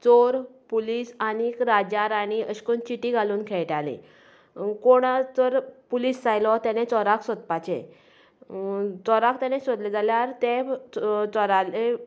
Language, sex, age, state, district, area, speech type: Goan Konkani, female, 30-45, Goa, Canacona, rural, spontaneous